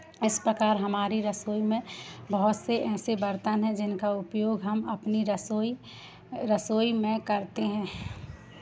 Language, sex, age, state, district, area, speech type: Hindi, female, 18-30, Madhya Pradesh, Seoni, urban, spontaneous